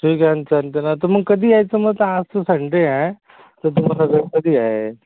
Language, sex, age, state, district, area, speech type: Marathi, male, 30-45, Maharashtra, Akola, rural, conversation